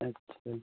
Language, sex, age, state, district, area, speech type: Hindi, male, 18-30, Uttar Pradesh, Chandauli, urban, conversation